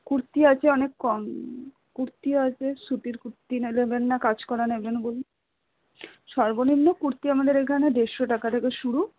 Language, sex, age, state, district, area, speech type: Bengali, female, 30-45, West Bengal, Purba Bardhaman, urban, conversation